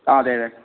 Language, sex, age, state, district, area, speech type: Malayalam, male, 18-30, Kerala, Kannur, rural, conversation